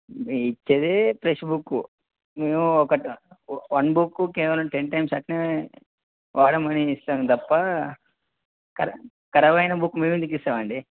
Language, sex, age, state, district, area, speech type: Telugu, male, 18-30, Telangana, Hanamkonda, urban, conversation